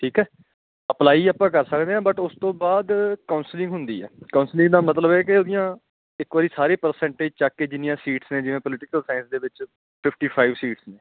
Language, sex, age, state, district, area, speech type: Punjabi, male, 30-45, Punjab, Patiala, rural, conversation